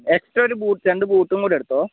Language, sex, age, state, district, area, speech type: Malayalam, male, 18-30, Kerala, Wayanad, rural, conversation